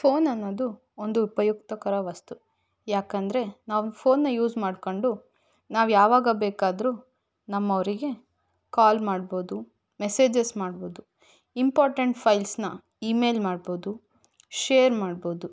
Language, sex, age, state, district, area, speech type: Kannada, female, 18-30, Karnataka, Davanagere, rural, spontaneous